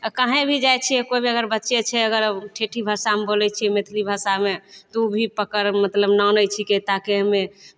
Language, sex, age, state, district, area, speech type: Maithili, female, 30-45, Bihar, Begusarai, rural, spontaneous